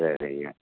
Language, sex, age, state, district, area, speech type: Tamil, male, 60+, Tamil Nadu, Tiruppur, rural, conversation